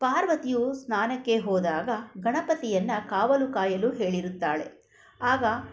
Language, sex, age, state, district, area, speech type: Kannada, female, 45-60, Karnataka, Bangalore Rural, rural, spontaneous